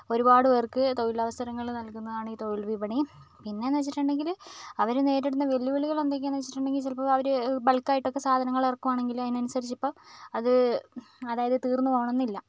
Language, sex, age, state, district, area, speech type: Malayalam, female, 45-60, Kerala, Wayanad, rural, spontaneous